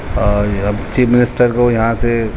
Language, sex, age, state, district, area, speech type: Urdu, male, 30-45, Delhi, East Delhi, urban, spontaneous